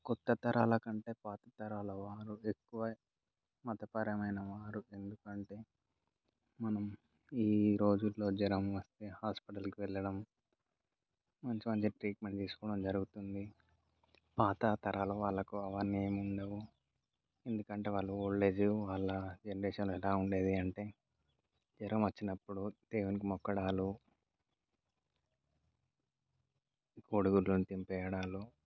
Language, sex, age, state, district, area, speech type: Telugu, male, 18-30, Telangana, Mancherial, rural, spontaneous